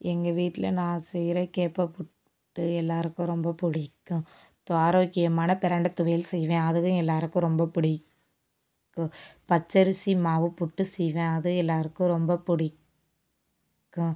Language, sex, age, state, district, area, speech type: Tamil, female, 18-30, Tamil Nadu, Sivaganga, rural, spontaneous